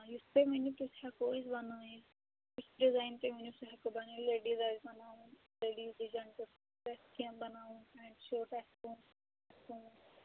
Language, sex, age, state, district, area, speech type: Kashmiri, female, 18-30, Jammu and Kashmir, Anantnag, rural, conversation